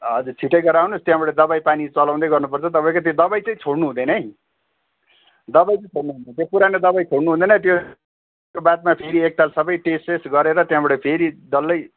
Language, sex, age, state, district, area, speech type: Nepali, male, 60+, West Bengal, Darjeeling, rural, conversation